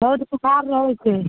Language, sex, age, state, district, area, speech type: Maithili, female, 18-30, Bihar, Madhepura, urban, conversation